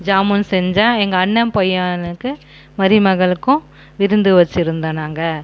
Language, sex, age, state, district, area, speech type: Tamil, female, 45-60, Tamil Nadu, Krishnagiri, rural, spontaneous